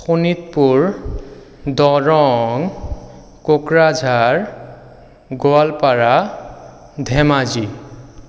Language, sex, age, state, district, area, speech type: Assamese, male, 30-45, Assam, Sonitpur, rural, spontaneous